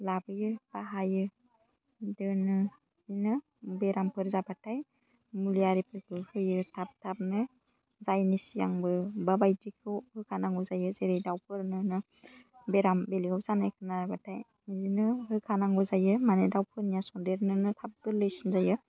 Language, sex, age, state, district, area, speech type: Bodo, female, 30-45, Assam, Baksa, rural, spontaneous